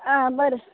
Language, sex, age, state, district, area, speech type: Goan Konkani, female, 45-60, Goa, Quepem, rural, conversation